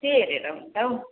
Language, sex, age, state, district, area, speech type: Nepali, female, 45-60, West Bengal, Jalpaiguri, urban, conversation